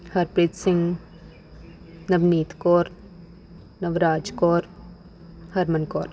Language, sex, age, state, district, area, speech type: Punjabi, female, 18-30, Punjab, Rupnagar, urban, spontaneous